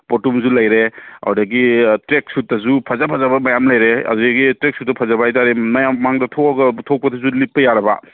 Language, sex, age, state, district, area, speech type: Manipuri, male, 30-45, Manipur, Kangpokpi, urban, conversation